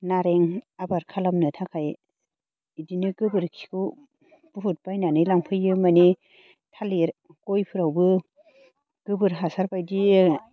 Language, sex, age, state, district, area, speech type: Bodo, female, 30-45, Assam, Baksa, rural, spontaneous